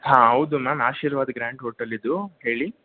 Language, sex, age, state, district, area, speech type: Kannada, male, 18-30, Karnataka, Mysore, urban, conversation